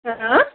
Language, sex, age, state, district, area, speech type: Kashmiri, female, 30-45, Jammu and Kashmir, Ganderbal, rural, conversation